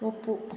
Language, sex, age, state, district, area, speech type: Kannada, female, 30-45, Karnataka, Bangalore Rural, urban, read